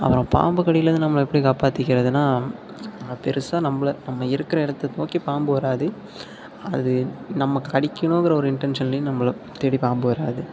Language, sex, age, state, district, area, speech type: Tamil, male, 18-30, Tamil Nadu, Tiruvarur, rural, spontaneous